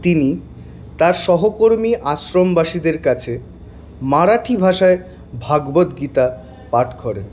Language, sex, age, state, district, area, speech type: Bengali, male, 18-30, West Bengal, Paschim Bardhaman, urban, read